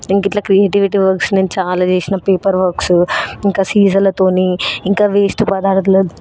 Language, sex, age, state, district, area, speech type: Telugu, female, 18-30, Telangana, Hyderabad, urban, spontaneous